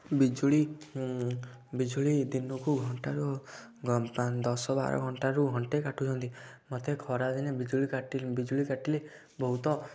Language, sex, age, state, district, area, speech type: Odia, male, 18-30, Odisha, Kendujhar, urban, spontaneous